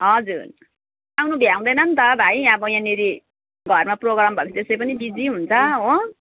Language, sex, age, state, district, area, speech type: Nepali, female, 45-60, West Bengal, Jalpaiguri, urban, conversation